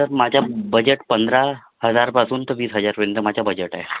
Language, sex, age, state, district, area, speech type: Marathi, other, 45-60, Maharashtra, Nagpur, rural, conversation